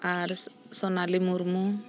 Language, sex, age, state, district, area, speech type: Santali, female, 30-45, Jharkhand, Bokaro, rural, spontaneous